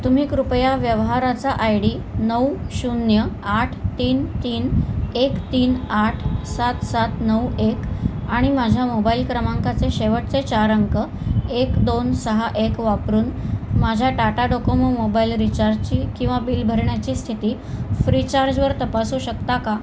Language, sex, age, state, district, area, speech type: Marathi, female, 45-60, Maharashtra, Thane, rural, read